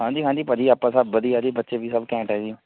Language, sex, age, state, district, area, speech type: Punjabi, male, 60+, Punjab, Shaheed Bhagat Singh Nagar, urban, conversation